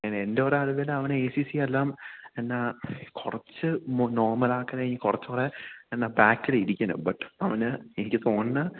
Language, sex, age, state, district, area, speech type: Malayalam, male, 18-30, Kerala, Idukki, rural, conversation